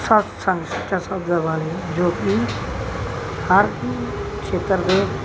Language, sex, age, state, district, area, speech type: Punjabi, female, 60+, Punjab, Bathinda, urban, spontaneous